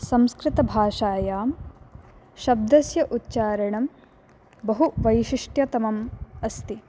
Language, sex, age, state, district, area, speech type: Sanskrit, female, 18-30, Karnataka, Dakshina Kannada, urban, spontaneous